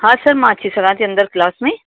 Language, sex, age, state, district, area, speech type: Sindhi, female, 45-60, Maharashtra, Mumbai Suburban, urban, conversation